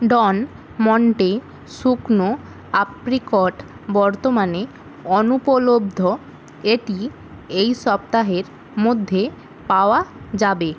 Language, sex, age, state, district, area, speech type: Bengali, female, 18-30, West Bengal, North 24 Parganas, rural, read